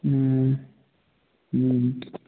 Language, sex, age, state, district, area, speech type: Maithili, male, 18-30, Bihar, Begusarai, rural, conversation